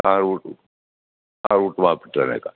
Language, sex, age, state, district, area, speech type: Malayalam, male, 60+, Kerala, Pathanamthitta, rural, conversation